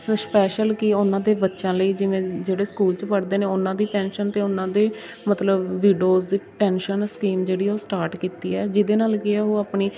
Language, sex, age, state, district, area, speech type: Punjabi, female, 18-30, Punjab, Shaheed Bhagat Singh Nagar, urban, spontaneous